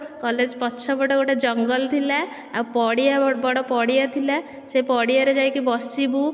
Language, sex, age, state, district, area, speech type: Odia, female, 18-30, Odisha, Dhenkanal, rural, spontaneous